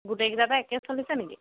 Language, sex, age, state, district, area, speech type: Assamese, female, 45-60, Assam, Jorhat, urban, conversation